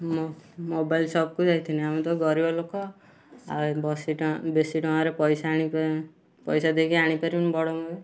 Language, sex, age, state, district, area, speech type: Odia, male, 18-30, Odisha, Kendujhar, urban, spontaneous